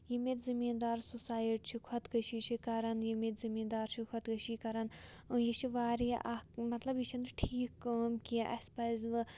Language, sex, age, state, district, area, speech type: Kashmiri, female, 18-30, Jammu and Kashmir, Shopian, rural, spontaneous